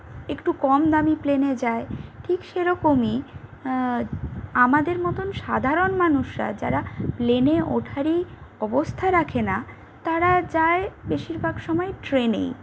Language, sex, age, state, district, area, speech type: Bengali, other, 45-60, West Bengal, Purulia, rural, spontaneous